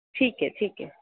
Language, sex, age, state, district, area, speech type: Punjabi, female, 30-45, Punjab, Bathinda, urban, conversation